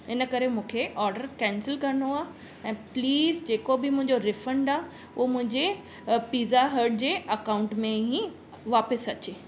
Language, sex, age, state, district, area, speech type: Sindhi, female, 30-45, Maharashtra, Mumbai Suburban, urban, spontaneous